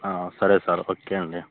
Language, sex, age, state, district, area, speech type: Telugu, male, 18-30, Andhra Pradesh, Bapatla, urban, conversation